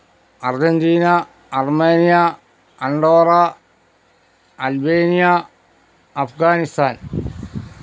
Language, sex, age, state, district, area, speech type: Malayalam, male, 60+, Kerala, Pathanamthitta, urban, spontaneous